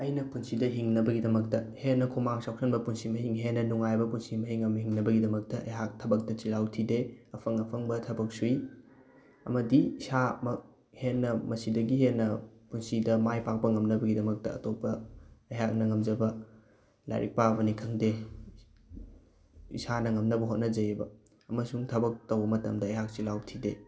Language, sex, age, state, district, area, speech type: Manipuri, male, 18-30, Manipur, Thoubal, rural, spontaneous